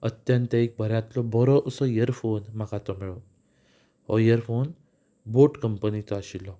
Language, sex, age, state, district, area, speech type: Goan Konkani, male, 18-30, Goa, Ponda, rural, spontaneous